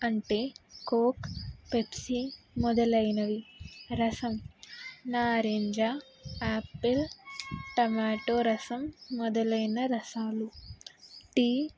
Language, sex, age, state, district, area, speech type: Telugu, female, 18-30, Telangana, Karimnagar, urban, spontaneous